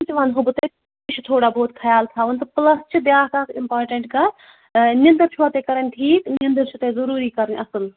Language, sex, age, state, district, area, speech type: Kashmiri, female, 30-45, Jammu and Kashmir, Shopian, urban, conversation